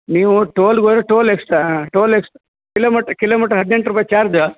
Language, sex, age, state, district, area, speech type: Kannada, male, 30-45, Karnataka, Udupi, rural, conversation